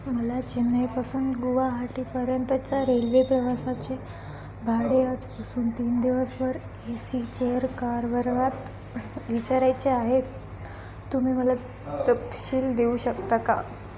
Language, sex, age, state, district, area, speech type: Marathi, female, 18-30, Maharashtra, Nanded, rural, read